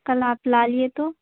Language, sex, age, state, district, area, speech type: Urdu, female, 18-30, Telangana, Hyderabad, urban, conversation